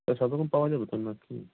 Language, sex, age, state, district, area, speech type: Bengali, male, 18-30, West Bengal, North 24 Parganas, rural, conversation